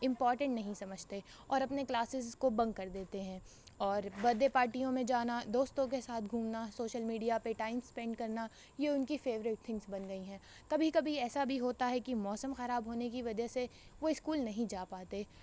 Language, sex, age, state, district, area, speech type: Urdu, female, 18-30, Uttar Pradesh, Shahjahanpur, rural, spontaneous